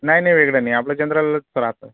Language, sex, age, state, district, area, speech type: Marathi, male, 45-60, Maharashtra, Akola, rural, conversation